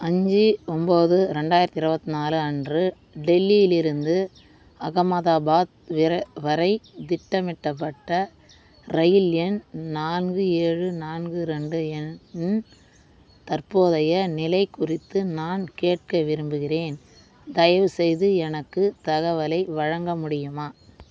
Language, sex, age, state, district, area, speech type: Tamil, female, 30-45, Tamil Nadu, Vellore, urban, read